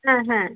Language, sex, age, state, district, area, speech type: Bengali, female, 18-30, West Bengal, Uttar Dinajpur, urban, conversation